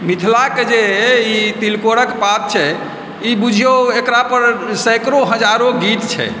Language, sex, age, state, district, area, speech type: Maithili, male, 45-60, Bihar, Supaul, urban, spontaneous